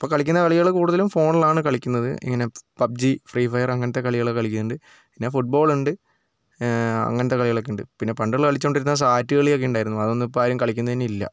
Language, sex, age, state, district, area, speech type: Malayalam, male, 30-45, Kerala, Wayanad, rural, spontaneous